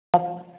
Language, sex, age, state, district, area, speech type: Bodo, male, 18-30, Assam, Chirang, rural, conversation